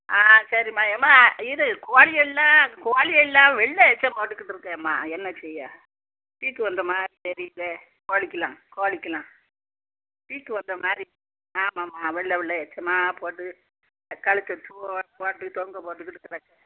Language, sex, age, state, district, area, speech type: Tamil, female, 60+, Tamil Nadu, Thoothukudi, rural, conversation